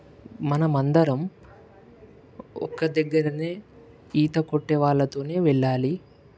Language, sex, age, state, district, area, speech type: Telugu, male, 18-30, Telangana, Medak, rural, spontaneous